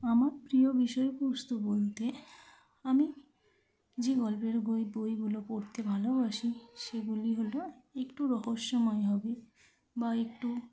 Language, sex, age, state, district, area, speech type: Bengali, female, 30-45, West Bengal, North 24 Parganas, urban, spontaneous